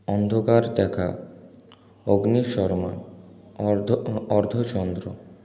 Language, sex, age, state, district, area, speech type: Bengali, male, 18-30, West Bengal, Purulia, urban, spontaneous